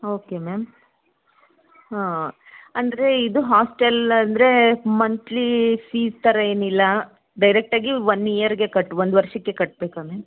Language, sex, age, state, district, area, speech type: Kannada, female, 30-45, Karnataka, Bangalore Urban, urban, conversation